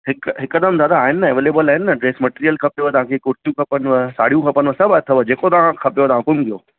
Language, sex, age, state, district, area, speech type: Sindhi, male, 30-45, Maharashtra, Thane, rural, conversation